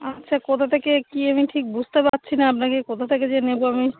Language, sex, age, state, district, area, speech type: Bengali, female, 45-60, West Bengal, Darjeeling, urban, conversation